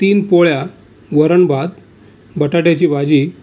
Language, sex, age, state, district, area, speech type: Marathi, male, 60+, Maharashtra, Raigad, urban, spontaneous